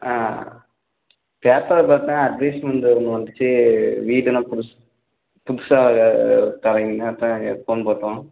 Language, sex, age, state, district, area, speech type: Tamil, male, 18-30, Tamil Nadu, Namakkal, rural, conversation